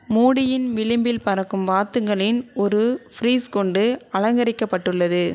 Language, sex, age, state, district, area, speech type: Tamil, female, 60+, Tamil Nadu, Sivaganga, rural, read